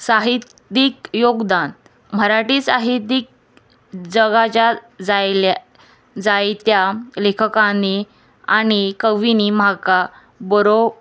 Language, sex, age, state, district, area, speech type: Goan Konkani, female, 18-30, Goa, Murmgao, urban, spontaneous